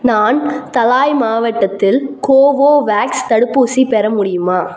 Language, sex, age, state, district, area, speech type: Tamil, female, 30-45, Tamil Nadu, Cuddalore, rural, read